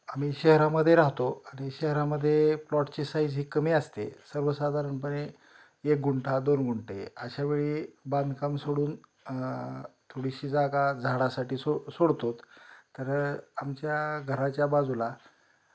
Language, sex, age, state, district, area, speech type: Marathi, male, 45-60, Maharashtra, Osmanabad, rural, spontaneous